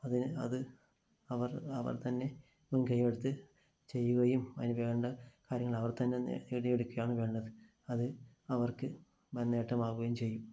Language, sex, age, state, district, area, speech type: Malayalam, male, 45-60, Kerala, Kasaragod, rural, spontaneous